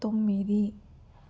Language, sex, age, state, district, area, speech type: Telugu, female, 30-45, Telangana, Mancherial, rural, read